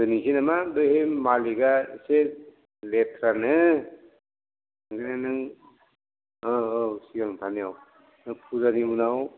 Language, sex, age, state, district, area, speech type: Bodo, male, 45-60, Assam, Chirang, rural, conversation